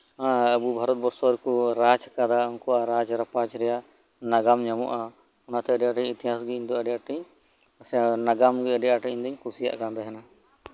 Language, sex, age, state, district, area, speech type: Santali, male, 30-45, West Bengal, Birbhum, rural, spontaneous